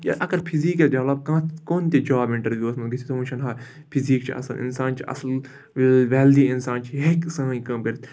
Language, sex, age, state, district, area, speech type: Kashmiri, male, 18-30, Jammu and Kashmir, Ganderbal, rural, spontaneous